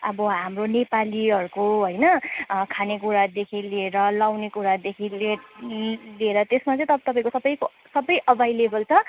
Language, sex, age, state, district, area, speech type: Nepali, female, 30-45, West Bengal, Kalimpong, rural, conversation